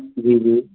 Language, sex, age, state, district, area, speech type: Urdu, male, 18-30, Delhi, North West Delhi, urban, conversation